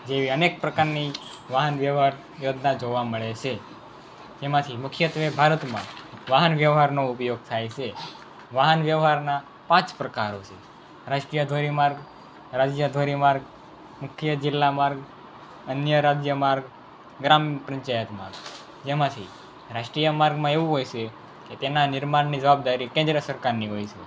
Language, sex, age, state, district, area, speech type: Gujarati, male, 18-30, Gujarat, Anand, rural, spontaneous